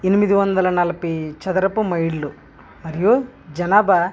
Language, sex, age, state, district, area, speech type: Telugu, male, 30-45, Andhra Pradesh, West Godavari, rural, spontaneous